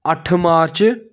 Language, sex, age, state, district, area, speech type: Dogri, male, 30-45, Jammu and Kashmir, Samba, rural, spontaneous